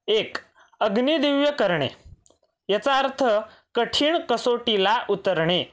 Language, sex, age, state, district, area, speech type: Marathi, male, 18-30, Maharashtra, Raigad, rural, spontaneous